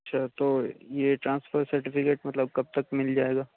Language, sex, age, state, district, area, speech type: Urdu, male, 18-30, Uttar Pradesh, Aligarh, urban, conversation